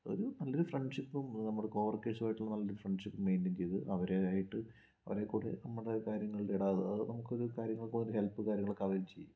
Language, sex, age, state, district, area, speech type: Malayalam, male, 18-30, Kerala, Wayanad, rural, spontaneous